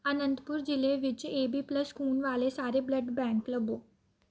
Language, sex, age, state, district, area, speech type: Punjabi, female, 18-30, Punjab, Amritsar, urban, read